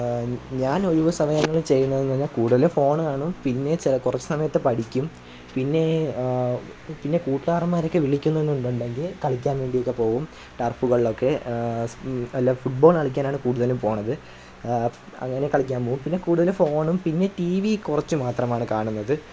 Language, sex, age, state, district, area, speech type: Malayalam, male, 18-30, Kerala, Kollam, rural, spontaneous